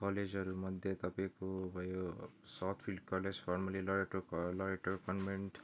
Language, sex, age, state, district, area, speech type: Nepali, male, 30-45, West Bengal, Darjeeling, rural, spontaneous